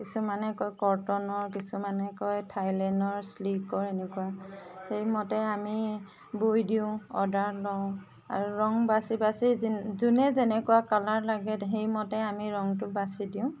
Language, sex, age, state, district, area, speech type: Assamese, female, 30-45, Assam, Golaghat, urban, spontaneous